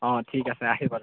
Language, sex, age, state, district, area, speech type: Assamese, male, 18-30, Assam, Golaghat, rural, conversation